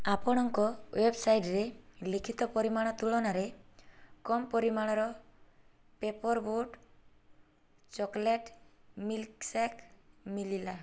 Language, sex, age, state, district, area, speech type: Odia, female, 18-30, Odisha, Boudh, rural, read